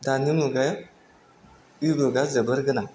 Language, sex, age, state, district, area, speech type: Bodo, male, 18-30, Assam, Chirang, rural, spontaneous